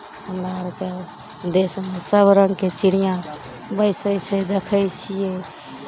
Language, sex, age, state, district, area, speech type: Maithili, female, 45-60, Bihar, Araria, rural, spontaneous